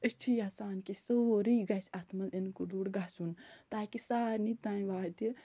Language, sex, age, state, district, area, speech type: Kashmiri, female, 45-60, Jammu and Kashmir, Budgam, rural, spontaneous